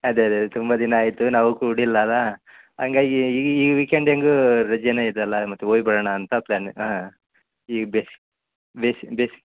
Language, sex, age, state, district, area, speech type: Kannada, male, 30-45, Karnataka, Koppal, rural, conversation